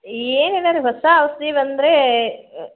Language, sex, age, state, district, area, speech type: Kannada, female, 60+, Karnataka, Belgaum, urban, conversation